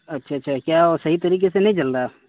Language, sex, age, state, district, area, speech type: Urdu, male, 18-30, Bihar, Saharsa, rural, conversation